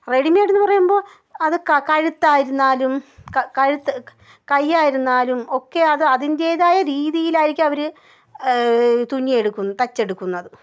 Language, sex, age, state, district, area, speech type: Malayalam, female, 30-45, Kerala, Thiruvananthapuram, rural, spontaneous